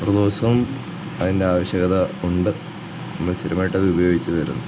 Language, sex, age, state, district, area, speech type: Malayalam, male, 18-30, Kerala, Kottayam, rural, spontaneous